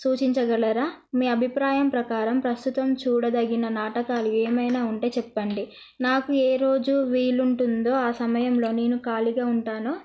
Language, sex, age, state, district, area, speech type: Telugu, female, 18-30, Telangana, Narayanpet, urban, spontaneous